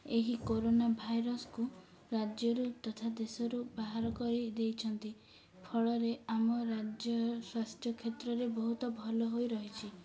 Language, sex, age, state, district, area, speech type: Odia, female, 18-30, Odisha, Ganjam, urban, spontaneous